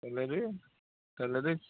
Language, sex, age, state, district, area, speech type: Odia, male, 18-30, Odisha, Bargarh, urban, conversation